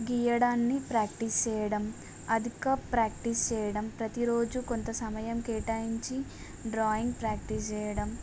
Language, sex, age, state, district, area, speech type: Telugu, female, 18-30, Telangana, Mulugu, rural, spontaneous